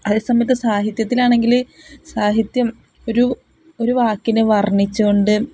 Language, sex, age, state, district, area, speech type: Malayalam, female, 18-30, Kerala, Palakkad, rural, spontaneous